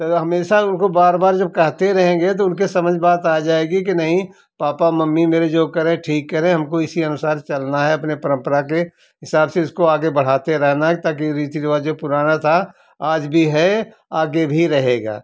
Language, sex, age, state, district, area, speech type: Hindi, male, 60+, Uttar Pradesh, Jaunpur, rural, spontaneous